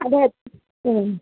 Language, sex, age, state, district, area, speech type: Malayalam, female, 30-45, Kerala, Alappuzha, rural, conversation